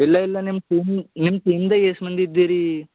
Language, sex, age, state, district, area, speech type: Kannada, male, 18-30, Karnataka, Bidar, urban, conversation